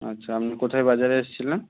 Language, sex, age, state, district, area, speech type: Bengali, male, 60+, West Bengal, Purba Medinipur, rural, conversation